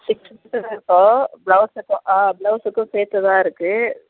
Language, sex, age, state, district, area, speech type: Tamil, female, 60+, Tamil Nadu, Ariyalur, rural, conversation